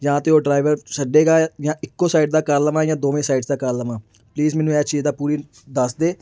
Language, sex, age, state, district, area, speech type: Punjabi, male, 18-30, Punjab, Amritsar, urban, spontaneous